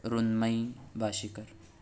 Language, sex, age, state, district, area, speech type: Urdu, male, 60+, Maharashtra, Nashik, urban, spontaneous